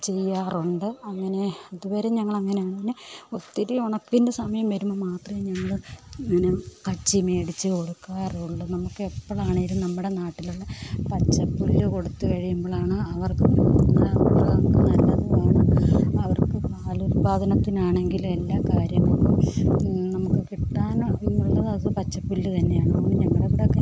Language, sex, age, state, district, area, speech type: Malayalam, female, 30-45, Kerala, Pathanamthitta, rural, spontaneous